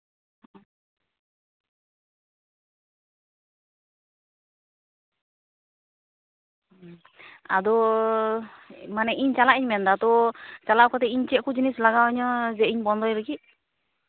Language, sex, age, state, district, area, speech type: Santali, female, 18-30, West Bengal, Malda, rural, conversation